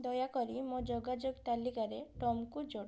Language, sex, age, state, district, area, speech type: Odia, female, 18-30, Odisha, Balasore, rural, read